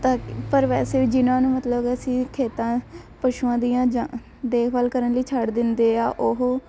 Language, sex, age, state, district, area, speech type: Punjabi, female, 18-30, Punjab, Shaheed Bhagat Singh Nagar, rural, spontaneous